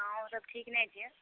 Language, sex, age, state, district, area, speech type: Maithili, female, 18-30, Bihar, Purnia, rural, conversation